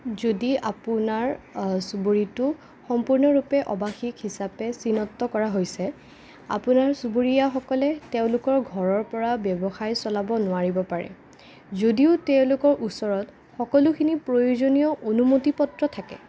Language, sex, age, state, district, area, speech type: Assamese, female, 18-30, Assam, Kamrup Metropolitan, urban, read